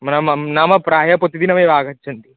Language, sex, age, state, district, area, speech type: Sanskrit, male, 18-30, West Bengal, Paschim Medinipur, rural, conversation